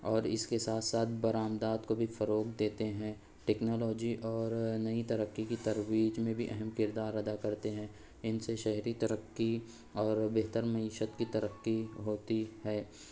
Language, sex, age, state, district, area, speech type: Urdu, male, 60+, Maharashtra, Nashik, urban, spontaneous